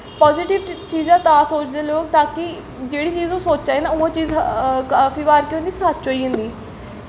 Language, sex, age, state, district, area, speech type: Dogri, female, 18-30, Jammu and Kashmir, Jammu, rural, spontaneous